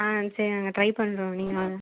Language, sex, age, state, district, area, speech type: Tamil, female, 30-45, Tamil Nadu, Cuddalore, rural, conversation